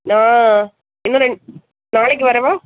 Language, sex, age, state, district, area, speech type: Tamil, female, 18-30, Tamil Nadu, Tirunelveli, rural, conversation